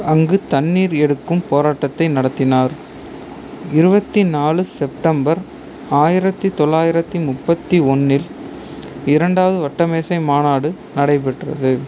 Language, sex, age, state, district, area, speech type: Tamil, male, 30-45, Tamil Nadu, Ariyalur, rural, spontaneous